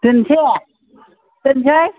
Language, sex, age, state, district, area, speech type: Bodo, female, 60+, Assam, Kokrajhar, rural, conversation